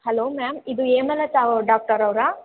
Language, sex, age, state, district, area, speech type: Kannada, female, 18-30, Karnataka, Tumkur, rural, conversation